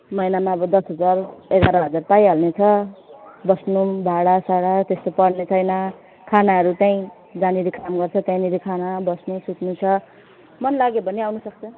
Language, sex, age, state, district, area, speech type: Nepali, female, 30-45, West Bengal, Alipurduar, urban, conversation